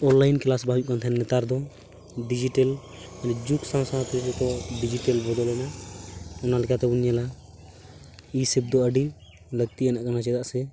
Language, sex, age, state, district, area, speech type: Santali, male, 18-30, West Bengal, Purulia, rural, spontaneous